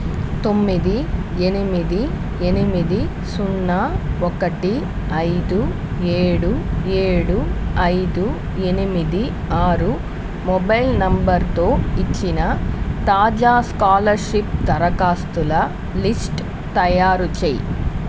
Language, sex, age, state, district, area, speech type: Telugu, female, 30-45, Andhra Pradesh, Chittoor, rural, read